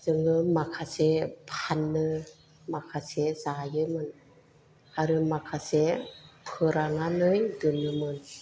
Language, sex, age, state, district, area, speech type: Bodo, female, 45-60, Assam, Chirang, rural, spontaneous